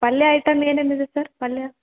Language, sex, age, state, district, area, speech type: Kannada, female, 18-30, Karnataka, Bellary, urban, conversation